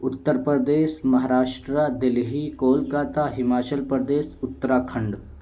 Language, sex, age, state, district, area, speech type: Urdu, male, 18-30, Uttar Pradesh, Balrampur, rural, spontaneous